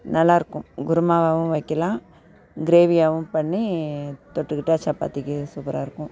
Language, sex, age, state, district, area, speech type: Tamil, female, 45-60, Tamil Nadu, Nagapattinam, urban, spontaneous